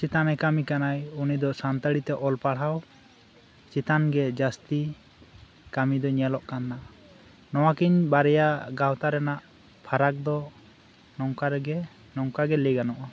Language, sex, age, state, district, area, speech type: Santali, male, 18-30, West Bengal, Bankura, rural, spontaneous